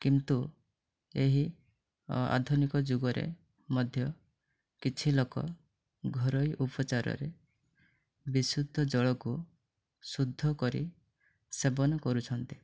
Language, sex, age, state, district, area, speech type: Odia, male, 18-30, Odisha, Mayurbhanj, rural, spontaneous